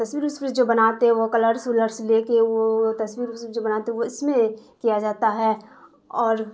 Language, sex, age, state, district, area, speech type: Urdu, female, 30-45, Bihar, Darbhanga, rural, spontaneous